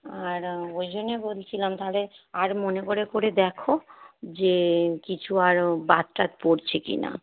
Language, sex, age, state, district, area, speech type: Bengali, female, 45-60, West Bengal, Hooghly, rural, conversation